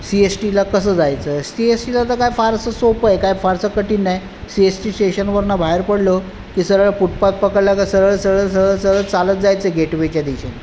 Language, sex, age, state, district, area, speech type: Marathi, male, 45-60, Maharashtra, Raigad, urban, spontaneous